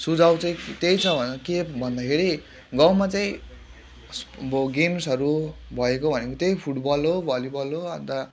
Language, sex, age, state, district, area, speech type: Nepali, male, 18-30, West Bengal, Kalimpong, rural, spontaneous